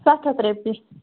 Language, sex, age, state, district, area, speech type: Kashmiri, female, 18-30, Jammu and Kashmir, Baramulla, rural, conversation